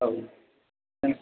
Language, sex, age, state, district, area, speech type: Bodo, male, 18-30, Assam, Chirang, urban, conversation